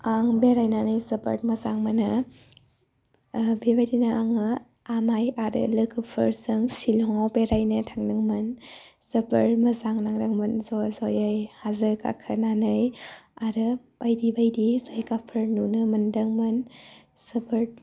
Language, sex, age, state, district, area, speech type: Bodo, female, 18-30, Assam, Udalguri, rural, spontaneous